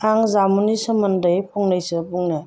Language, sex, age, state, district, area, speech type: Bodo, female, 45-60, Assam, Chirang, rural, spontaneous